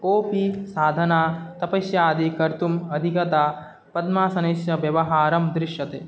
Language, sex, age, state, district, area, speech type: Sanskrit, male, 18-30, Assam, Nagaon, rural, spontaneous